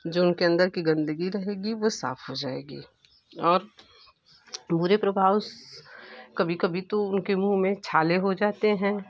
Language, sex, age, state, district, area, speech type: Hindi, female, 30-45, Uttar Pradesh, Ghazipur, rural, spontaneous